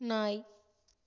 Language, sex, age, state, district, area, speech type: Tamil, female, 18-30, Tamil Nadu, Tiruppur, rural, read